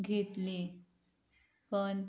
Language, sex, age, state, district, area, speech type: Marathi, female, 18-30, Maharashtra, Yavatmal, rural, spontaneous